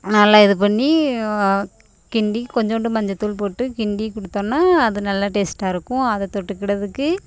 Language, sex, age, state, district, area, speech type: Tamil, female, 30-45, Tamil Nadu, Thoothukudi, rural, spontaneous